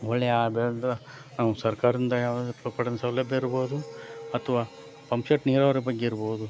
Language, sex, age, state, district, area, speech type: Kannada, male, 30-45, Karnataka, Koppal, rural, spontaneous